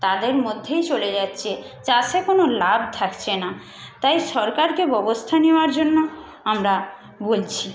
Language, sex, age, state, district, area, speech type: Bengali, female, 30-45, West Bengal, Paschim Medinipur, rural, spontaneous